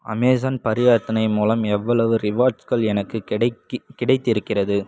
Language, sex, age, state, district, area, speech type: Tamil, male, 18-30, Tamil Nadu, Kallakurichi, rural, read